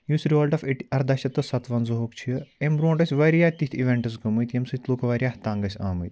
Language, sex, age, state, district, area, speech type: Kashmiri, male, 18-30, Jammu and Kashmir, Ganderbal, rural, spontaneous